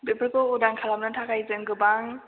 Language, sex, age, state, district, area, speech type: Bodo, female, 18-30, Assam, Chirang, urban, conversation